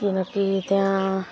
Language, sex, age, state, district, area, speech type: Nepali, male, 18-30, West Bengal, Alipurduar, urban, spontaneous